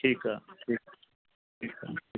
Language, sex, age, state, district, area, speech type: Punjabi, male, 45-60, Punjab, Fatehgarh Sahib, rural, conversation